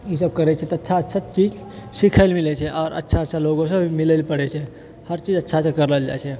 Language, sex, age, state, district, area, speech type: Maithili, male, 30-45, Bihar, Purnia, urban, spontaneous